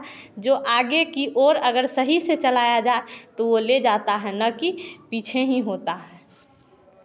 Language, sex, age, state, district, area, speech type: Hindi, female, 18-30, Bihar, Samastipur, rural, spontaneous